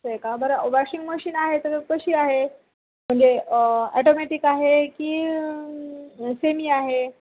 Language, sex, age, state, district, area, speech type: Marathi, female, 30-45, Maharashtra, Nanded, rural, conversation